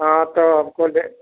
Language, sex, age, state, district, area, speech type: Hindi, male, 60+, Uttar Pradesh, Prayagraj, rural, conversation